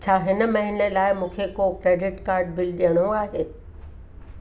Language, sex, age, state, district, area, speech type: Sindhi, female, 60+, Uttar Pradesh, Lucknow, urban, read